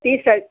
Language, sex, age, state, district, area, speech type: Marathi, female, 60+, Maharashtra, Yavatmal, urban, conversation